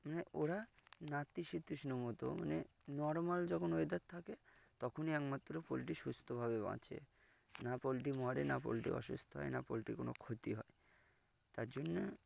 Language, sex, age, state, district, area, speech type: Bengali, male, 18-30, West Bengal, Birbhum, urban, spontaneous